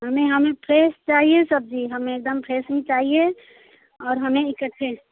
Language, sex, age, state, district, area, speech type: Hindi, female, 45-60, Uttar Pradesh, Chandauli, rural, conversation